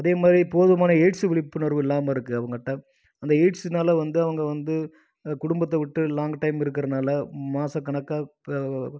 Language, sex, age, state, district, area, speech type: Tamil, male, 30-45, Tamil Nadu, Krishnagiri, rural, spontaneous